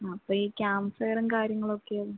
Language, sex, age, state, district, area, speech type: Malayalam, female, 18-30, Kerala, Wayanad, rural, conversation